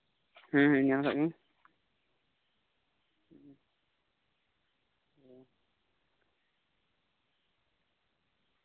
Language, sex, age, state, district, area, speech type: Santali, male, 18-30, West Bengal, Birbhum, rural, conversation